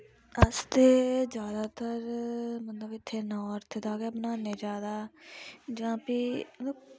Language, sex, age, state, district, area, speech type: Dogri, female, 45-60, Jammu and Kashmir, Reasi, rural, spontaneous